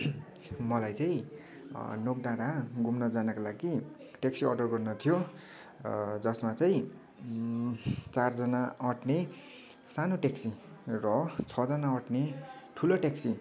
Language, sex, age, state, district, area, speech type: Nepali, male, 18-30, West Bengal, Kalimpong, rural, spontaneous